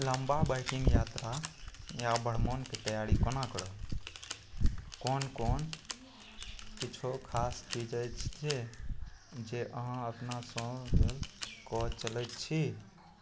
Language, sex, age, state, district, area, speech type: Maithili, male, 18-30, Bihar, Araria, rural, spontaneous